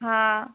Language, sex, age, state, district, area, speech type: Gujarati, female, 18-30, Gujarat, Anand, rural, conversation